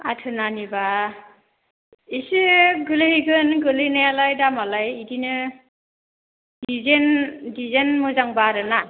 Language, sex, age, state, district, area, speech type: Bodo, female, 45-60, Assam, Baksa, rural, conversation